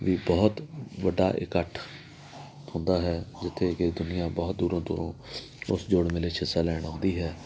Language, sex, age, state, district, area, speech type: Punjabi, male, 45-60, Punjab, Amritsar, urban, spontaneous